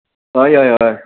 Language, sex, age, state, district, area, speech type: Goan Konkani, male, 60+, Goa, Bardez, rural, conversation